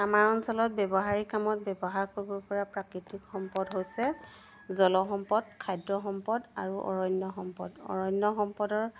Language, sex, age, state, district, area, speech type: Assamese, female, 30-45, Assam, Jorhat, urban, spontaneous